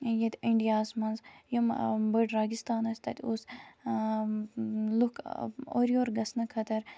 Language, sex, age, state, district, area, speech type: Kashmiri, female, 18-30, Jammu and Kashmir, Kupwara, rural, spontaneous